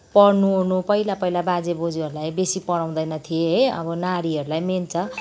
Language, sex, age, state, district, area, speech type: Nepali, female, 45-60, West Bengal, Kalimpong, rural, spontaneous